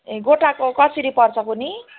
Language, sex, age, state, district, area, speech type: Nepali, female, 45-60, West Bengal, Jalpaiguri, urban, conversation